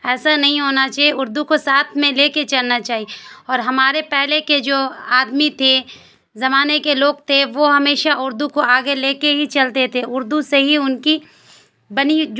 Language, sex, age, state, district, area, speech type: Urdu, female, 30-45, Bihar, Supaul, rural, spontaneous